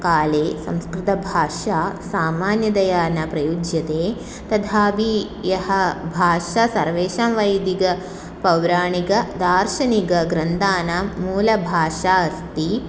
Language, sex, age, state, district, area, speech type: Sanskrit, female, 18-30, Kerala, Thrissur, urban, spontaneous